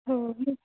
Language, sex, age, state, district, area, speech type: Marathi, female, 18-30, Maharashtra, Ahmednagar, rural, conversation